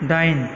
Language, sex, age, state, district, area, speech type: Bodo, male, 30-45, Assam, Chirang, rural, read